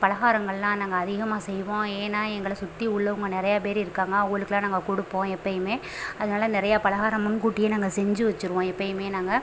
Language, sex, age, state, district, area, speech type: Tamil, female, 30-45, Tamil Nadu, Pudukkottai, rural, spontaneous